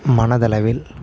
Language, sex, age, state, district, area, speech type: Tamil, male, 30-45, Tamil Nadu, Salem, rural, spontaneous